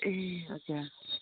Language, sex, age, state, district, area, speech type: Nepali, female, 30-45, West Bengal, Darjeeling, urban, conversation